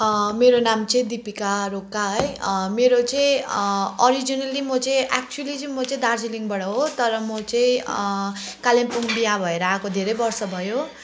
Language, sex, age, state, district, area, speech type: Nepali, female, 30-45, West Bengal, Kalimpong, rural, spontaneous